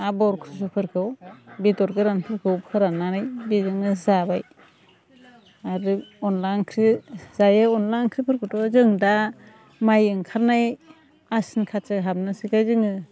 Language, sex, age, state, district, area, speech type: Bodo, female, 45-60, Assam, Chirang, rural, spontaneous